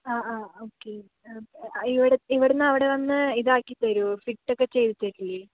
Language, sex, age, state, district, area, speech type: Malayalam, female, 18-30, Kerala, Palakkad, rural, conversation